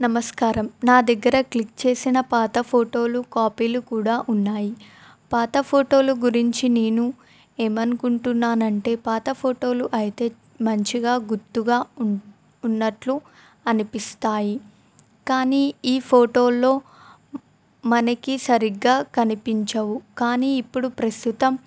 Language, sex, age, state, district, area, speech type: Telugu, female, 18-30, Telangana, Adilabad, rural, spontaneous